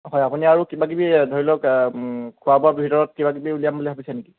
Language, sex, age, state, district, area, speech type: Assamese, male, 18-30, Assam, Golaghat, rural, conversation